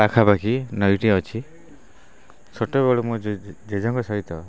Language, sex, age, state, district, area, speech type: Odia, male, 30-45, Odisha, Kendrapara, urban, spontaneous